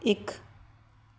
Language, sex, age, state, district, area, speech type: Punjabi, female, 30-45, Punjab, Tarn Taran, urban, read